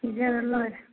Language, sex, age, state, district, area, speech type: Manipuri, female, 45-60, Manipur, Churachandpur, urban, conversation